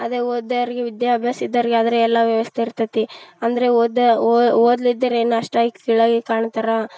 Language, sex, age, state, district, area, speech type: Kannada, female, 18-30, Karnataka, Vijayanagara, rural, spontaneous